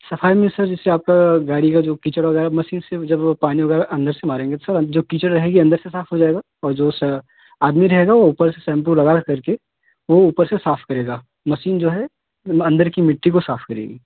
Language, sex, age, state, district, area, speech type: Hindi, male, 30-45, Uttar Pradesh, Jaunpur, rural, conversation